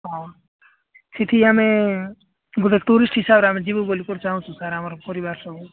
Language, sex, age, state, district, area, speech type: Odia, male, 45-60, Odisha, Nabarangpur, rural, conversation